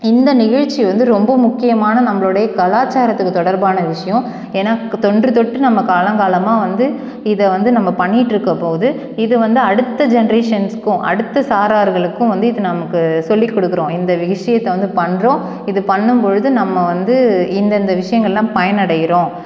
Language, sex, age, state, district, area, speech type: Tamil, female, 30-45, Tamil Nadu, Cuddalore, rural, spontaneous